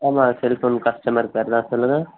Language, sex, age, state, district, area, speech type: Tamil, male, 18-30, Tamil Nadu, Madurai, urban, conversation